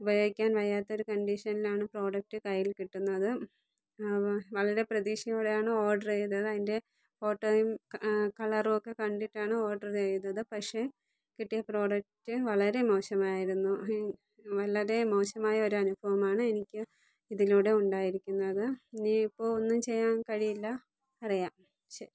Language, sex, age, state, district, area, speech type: Malayalam, female, 30-45, Kerala, Thiruvananthapuram, rural, spontaneous